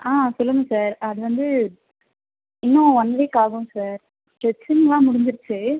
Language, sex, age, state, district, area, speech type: Tamil, female, 30-45, Tamil Nadu, Ariyalur, rural, conversation